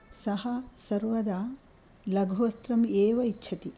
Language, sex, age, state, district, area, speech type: Sanskrit, female, 60+, Karnataka, Dakshina Kannada, urban, spontaneous